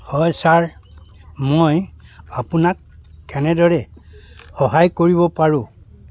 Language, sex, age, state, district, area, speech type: Assamese, male, 60+, Assam, Dibrugarh, rural, read